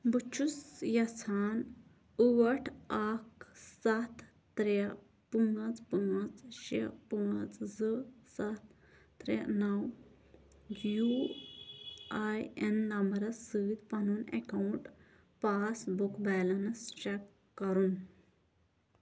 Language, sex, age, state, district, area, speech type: Kashmiri, female, 30-45, Jammu and Kashmir, Shopian, rural, read